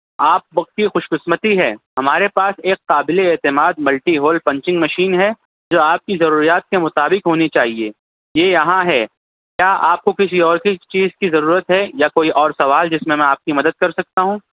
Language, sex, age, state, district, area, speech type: Urdu, male, 18-30, Maharashtra, Nashik, urban, conversation